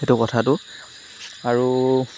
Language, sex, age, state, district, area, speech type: Assamese, male, 18-30, Assam, Lakhimpur, rural, spontaneous